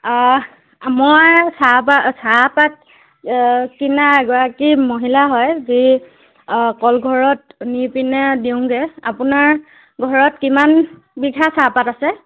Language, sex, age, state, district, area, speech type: Assamese, female, 45-60, Assam, Dhemaji, rural, conversation